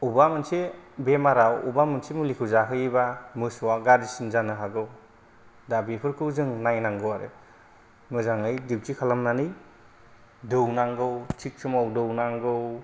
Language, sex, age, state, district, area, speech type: Bodo, male, 30-45, Assam, Kokrajhar, rural, spontaneous